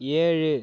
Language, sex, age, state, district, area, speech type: Tamil, male, 18-30, Tamil Nadu, Cuddalore, rural, read